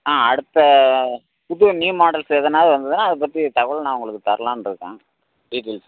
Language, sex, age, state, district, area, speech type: Tamil, male, 45-60, Tamil Nadu, Tenkasi, urban, conversation